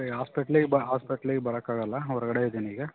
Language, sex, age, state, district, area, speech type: Kannada, male, 45-60, Karnataka, Davanagere, urban, conversation